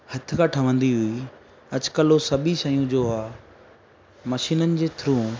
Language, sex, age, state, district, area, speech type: Sindhi, male, 30-45, Gujarat, Surat, urban, spontaneous